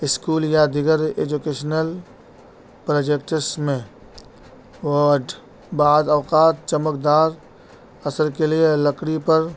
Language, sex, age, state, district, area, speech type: Urdu, male, 30-45, Delhi, North East Delhi, urban, spontaneous